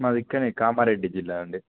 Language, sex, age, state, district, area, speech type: Telugu, male, 18-30, Telangana, Kamareddy, urban, conversation